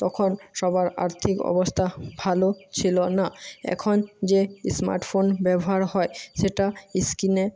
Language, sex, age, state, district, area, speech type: Bengali, male, 18-30, West Bengal, Jhargram, rural, spontaneous